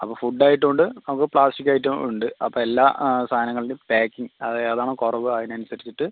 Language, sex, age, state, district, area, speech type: Malayalam, male, 60+, Kerala, Palakkad, rural, conversation